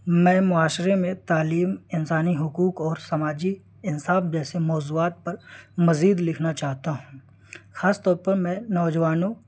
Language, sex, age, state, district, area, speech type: Urdu, male, 18-30, Delhi, New Delhi, rural, spontaneous